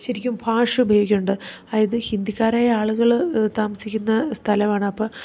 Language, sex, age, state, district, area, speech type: Malayalam, female, 30-45, Kerala, Idukki, rural, spontaneous